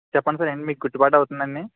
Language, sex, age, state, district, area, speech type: Telugu, male, 18-30, Andhra Pradesh, East Godavari, rural, conversation